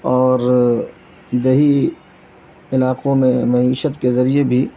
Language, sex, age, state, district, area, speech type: Urdu, male, 30-45, Bihar, Madhubani, urban, spontaneous